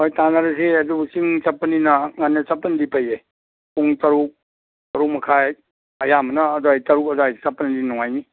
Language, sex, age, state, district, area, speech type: Manipuri, male, 60+, Manipur, Imphal East, rural, conversation